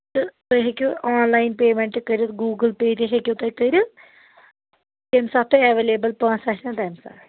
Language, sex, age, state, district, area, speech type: Kashmiri, female, 30-45, Jammu and Kashmir, Anantnag, rural, conversation